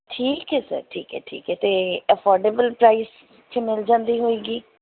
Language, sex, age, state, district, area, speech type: Punjabi, female, 30-45, Punjab, Firozpur, urban, conversation